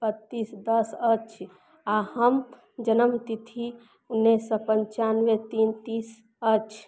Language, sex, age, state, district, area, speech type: Maithili, female, 45-60, Bihar, Madhubani, rural, read